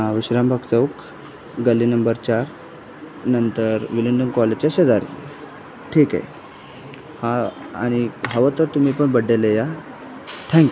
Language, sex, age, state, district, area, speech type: Marathi, male, 18-30, Maharashtra, Sangli, urban, spontaneous